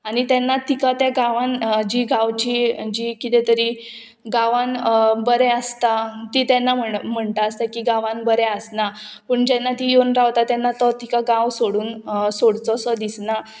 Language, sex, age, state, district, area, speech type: Goan Konkani, female, 18-30, Goa, Murmgao, urban, spontaneous